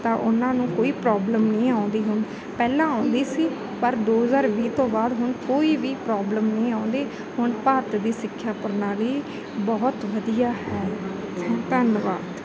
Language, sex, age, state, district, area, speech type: Punjabi, female, 30-45, Punjab, Bathinda, rural, spontaneous